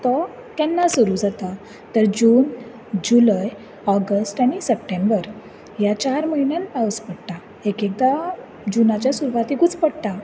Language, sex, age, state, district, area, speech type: Goan Konkani, female, 18-30, Goa, Bardez, urban, spontaneous